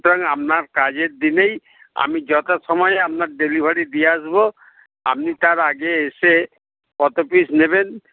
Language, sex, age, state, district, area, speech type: Bengali, male, 60+, West Bengal, Dakshin Dinajpur, rural, conversation